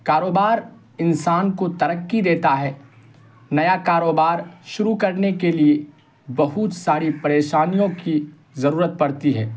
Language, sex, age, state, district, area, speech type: Urdu, male, 18-30, Bihar, Purnia, rural, spontaneous